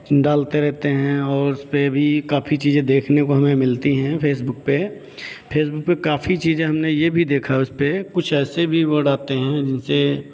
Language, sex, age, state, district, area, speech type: Hindi, male, 45-60, Uttar Pradesh, Hardoi, rural, spontaneous